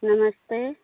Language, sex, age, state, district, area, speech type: Hindi, female, 45-60, Uttar Pradesh, Mau, rural, conversation